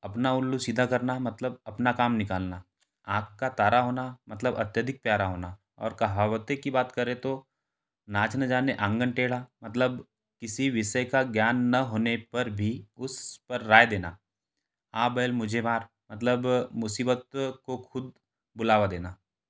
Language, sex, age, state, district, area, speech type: Hindi, male, 30-45, Madhya Pradesh, Betul, rural, spontaneous